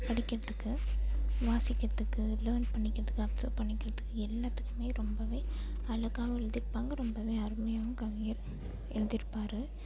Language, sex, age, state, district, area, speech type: Tamil, female, 18-30, Tamil Nadu, Perambalur, rural, spontaneous